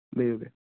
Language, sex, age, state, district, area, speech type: Kashmiri, male, 18-30, Jammu and Kashmir, Ganderbal, rural, conversation